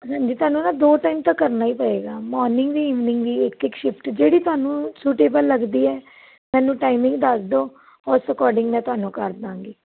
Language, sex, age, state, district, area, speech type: Punjabi, female, 30-45, Punjab, Fazilka, rural, conversation